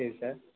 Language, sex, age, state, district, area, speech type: Tamil, male, 18-30, Tamil Nadu, Tirunelveli, rural, conversation